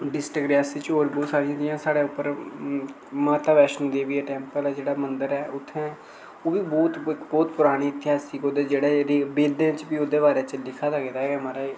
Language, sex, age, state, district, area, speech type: Dogri, male, 18-30, Jammu and Kashmir, Reasi, rural, spontaneous